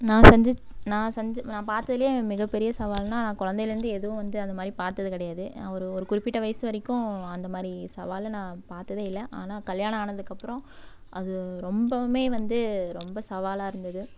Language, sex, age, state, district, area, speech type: Tamil, female, 30-45, Tamil Nadu, Coimbatore, rural, spontaneous